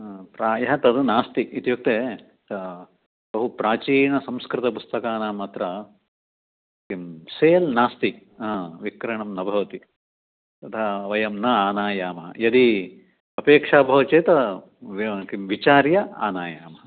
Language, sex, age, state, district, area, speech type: Sanskrit, male, 60+, Karnataka, Dakshina Kannada, rural, conversation